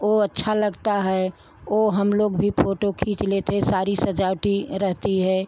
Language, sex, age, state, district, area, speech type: Hindi, female, 60+, Uttar Pradesh, Pratapgarh, rural, spontaneous